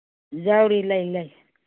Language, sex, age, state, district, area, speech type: Manipuri, female, 60+, Manipur, Churachandpur, urban, conversation